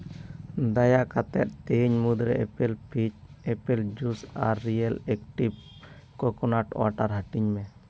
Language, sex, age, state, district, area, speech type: Santali, male, 18-30, West Bengal, Bankura, rural, read